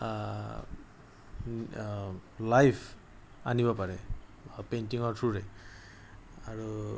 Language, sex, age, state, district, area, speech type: Assamese, male, 45-60, Assam, Morigaon, rural, spontaneous